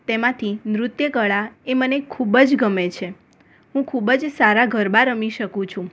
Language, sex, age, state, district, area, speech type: Gujarati, female, 18-30, Gujarat, Mehsana, rural, spontaneous